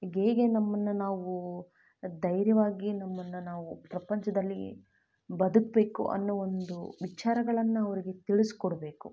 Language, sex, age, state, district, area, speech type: Kannada, female, 18-30, Karnataka, Chitradurga, rural, spontaneous